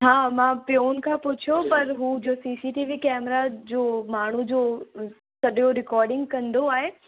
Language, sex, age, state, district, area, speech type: Sindhi, female, 18-30, Rajasthan, Ajmer, urban, conversation